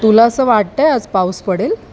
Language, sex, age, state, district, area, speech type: Marathi, female, 30-45, Maharashtra, Mumbai Suburban, urban, read